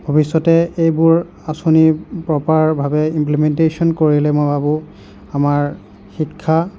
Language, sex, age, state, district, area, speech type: Assamese, male, 45-60, Assam, Nagaon, rural, spontaneous